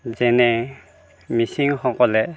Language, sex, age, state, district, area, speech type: Assamese, male, 60+, Assam, Dhemaji, rural, spontaneous